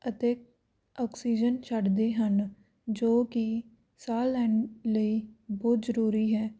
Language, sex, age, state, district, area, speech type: Punjabi, female, 18-30, Punjab, Patiala, rural, spontaneous